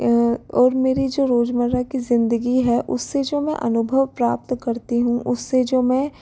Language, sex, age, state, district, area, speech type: Hindi, female, 18-30, Rajasthan, Jaipur, urban, spontaneous